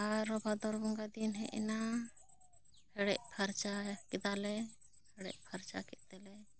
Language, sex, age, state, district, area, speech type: Santali, female, 30-45, West Bengal, Bankura, rural, spontaneous